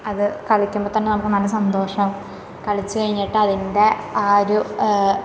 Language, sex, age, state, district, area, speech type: Malayalam, female, 18-30, Kerala, Thrissur, urban, spontaneous